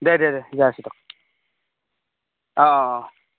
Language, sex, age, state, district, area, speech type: Assamese, male, 30-45, Assam, Darrang, rural, conversation